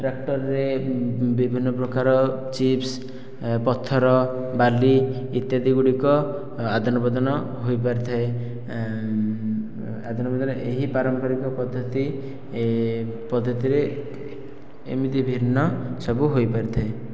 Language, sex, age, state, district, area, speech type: Odia, male, 18-30, Odisha, Khordha, rural, spontaneous